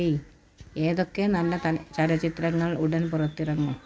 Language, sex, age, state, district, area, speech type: Malayalam, female, 60+, Kerala, Malappuram, rural, read